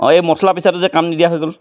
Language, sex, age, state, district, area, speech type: Assamese, male, 45-60, Assam, Charaideo, urban, spontaneous